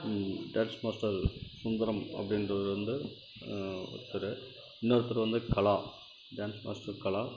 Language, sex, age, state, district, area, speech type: Tamil, male, 45-60, Tamil Nadu, Krishnagiri, rural, spontaneous